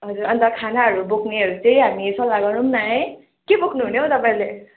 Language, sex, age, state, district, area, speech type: Nepali, female, 18-30, West Bengal, Darjeeling, rural, conversation